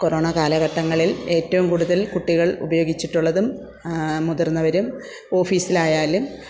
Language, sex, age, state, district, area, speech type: Malayalam, female, 45-60, Kerala, Kollam, rural, spontaneous